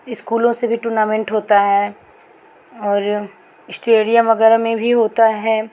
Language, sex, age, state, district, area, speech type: Hindi, female, 45-60, Uttar Pradesh, Chandauli, urban, spontaneous